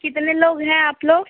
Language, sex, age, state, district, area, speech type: Hindi, female, 18-30, Uttar Pradesh, Chandauli, urban, conversation